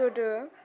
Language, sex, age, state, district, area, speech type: Bodo, female, 18-30, Assam, Kokrajhar, rural, spontaneous